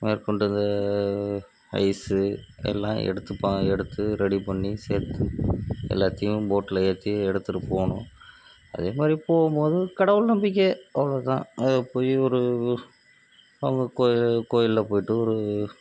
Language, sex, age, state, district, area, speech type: Tamil, male, 30-45, Tamil Nadu, Nagapattinam, rural, spontaneous